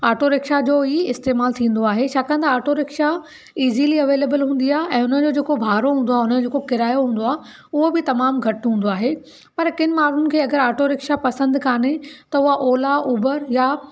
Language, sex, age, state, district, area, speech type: Sindhi, female, 45-60, Maharashtra, Thane, urban, spontaneous